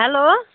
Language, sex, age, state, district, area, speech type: Nepali, female, 60+, West Bengal, Kalimpong, rural, conversation